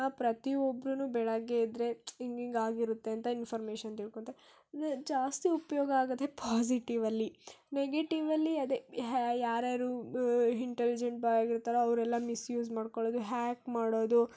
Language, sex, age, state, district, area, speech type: Kannada, female, 18-30, Karnataka, Tumkur, urban, spontaneous